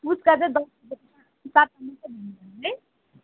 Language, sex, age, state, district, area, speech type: Nepali, female, 30-45, West Bengal, Jalpaiguri, urban, conversation